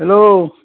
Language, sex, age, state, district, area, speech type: Assamese, male, 60+, Assam, Nalbari, rural, conversation